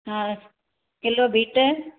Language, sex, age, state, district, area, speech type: Sindhi, female, 45-60, Maharashtra, Thane, urban, conversation